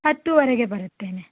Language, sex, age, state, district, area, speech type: Kannada, female, 30-45, Karnataka, Davanagere, urban, conversation